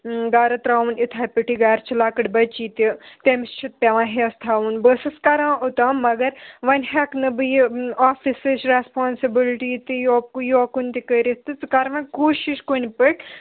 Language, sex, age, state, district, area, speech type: Kashmiri, female, 18-30, Jammu and Kashmir, Srinagar, urban, conversation